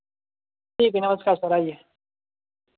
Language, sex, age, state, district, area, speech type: Hindi, male, 18-30, Bihar, Vaishali, urban, conversation